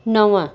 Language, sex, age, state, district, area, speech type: Sindhi, female, 30-45, Maharashtra, Thane, urban, read